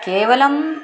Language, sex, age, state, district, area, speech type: Sanskrit, female, 45-60, Maharashtra, Nagpur, urban, spontaneous